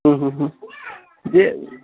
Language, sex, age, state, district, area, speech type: Odia, male, 18-30, Odisha, Bargarh, urban, conversation